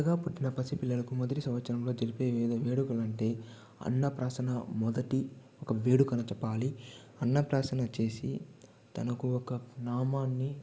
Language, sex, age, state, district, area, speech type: Telugu, male, 18-30, Andhra Pradesh, Chittoor, urban, spontaneous